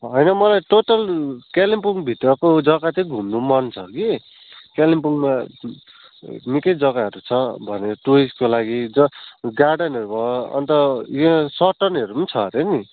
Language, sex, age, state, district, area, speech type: Nepali, male, 18-30, West Bengal, Kalimpong, rural, conversation